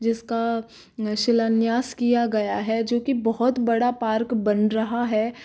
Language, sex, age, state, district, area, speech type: Hindi, female, 18-30, Rajasthan, Jaipur, urban, spontaneous